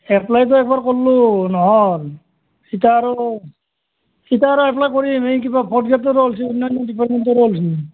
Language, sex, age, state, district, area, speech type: Assamese, male, 45-60, Assam, Barpeta, rural, conversation